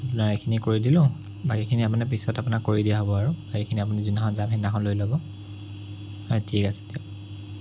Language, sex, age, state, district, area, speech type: Assamese, male, 30-45, Assam, Sonitpur, rural, spontaneous